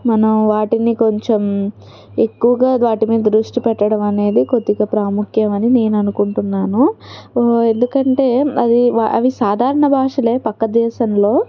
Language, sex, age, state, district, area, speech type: Telugu, female, 18-30, Andhra Pradesh, Palnadu, urban, spontaneous